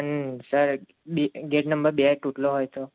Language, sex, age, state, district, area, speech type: Gujarati, male, 18-30, Gujarat, Kheda, rural, conversation